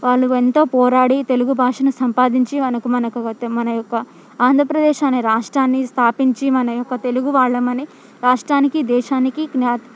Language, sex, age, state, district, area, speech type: Telugu, female, 18-30, Telangana, Hyderabad, rural, spontaneous